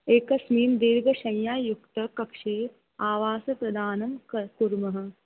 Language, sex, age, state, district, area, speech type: Sanskrit, female, 18-30, Rajasthan, Jaipur, urban, conversation